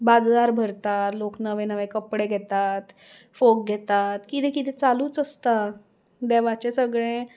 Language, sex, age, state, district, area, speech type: Goan Konkani, female, 18-30, Goa, Salcete, urban, spontaneous